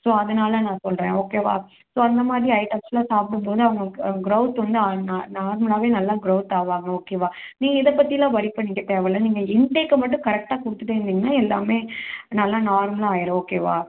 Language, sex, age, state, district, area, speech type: Tamil, female, 18-30, Tamil Nadu, Kanchipuram, urban, conversation